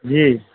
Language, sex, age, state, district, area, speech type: Urdu, male, 45-60, Bihar, Saharsa, rural, conversation